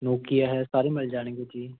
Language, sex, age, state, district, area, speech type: Punjabi, male, 30-45, Punjab, Patiala, urban, conversation